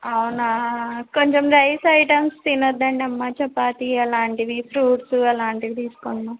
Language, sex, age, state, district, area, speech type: Telugu, female, 30-45, Andhra Pradesh, Kurnool, rural, conversation